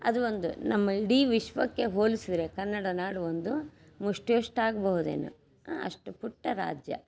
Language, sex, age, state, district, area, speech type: Kannada, female, 60+, Karnataka, Chitradurga, rural, spontaneous